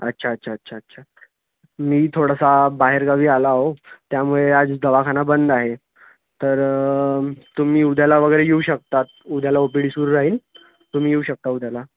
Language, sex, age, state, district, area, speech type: Marathi, male, 18-30, Maharashtra, Wardha, rural, conversation